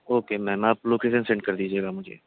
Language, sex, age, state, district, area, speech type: Urdu, male, 18-30, Delhi, Central Delhi, urban, conversation